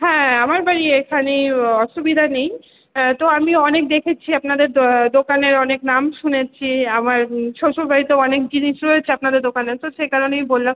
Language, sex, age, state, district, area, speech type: Bengali, female, 60+, West Bengal, Purba Bardhaman, urban, conversation